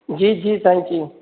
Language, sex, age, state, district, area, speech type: Sindhi, male, 30-45, Madhya Pradesh, Katni, rural, conversation